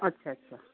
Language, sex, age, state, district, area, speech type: Sindhi, female, 45-60, Gujarat, Kutch, rural, conversation